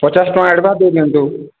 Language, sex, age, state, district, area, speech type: Odia, male, 18-30, Odisha, Boudh, rural, conversation